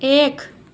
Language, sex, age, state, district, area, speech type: Maithili, female, 18-30, Bihar, Muzaffarpur, rural, read